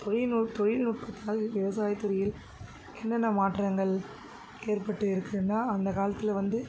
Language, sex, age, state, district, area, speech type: Tamil, female, 30-45, Tamil Nadu, Tiruvallur, urban, spontaneous